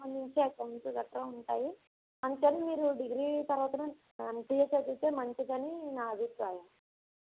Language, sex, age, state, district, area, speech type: Telugu, female, 30-45, Andhra Pradesh, East Godavari, rural, conversation